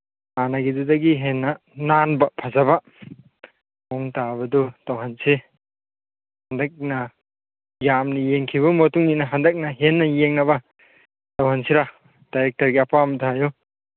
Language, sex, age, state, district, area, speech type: Manipuri, male, 30-45, Manipur, Churachandpur, rural, conversation